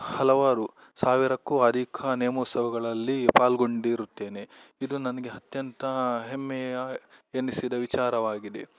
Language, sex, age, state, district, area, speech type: Kannada, male, 18-30, Karnataka, Udupi, rural, spontaneous